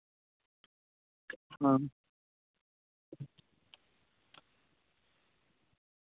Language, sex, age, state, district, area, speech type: Santali, male, 18-30, West Bengal, Uttar Dinajpur, rural, conversation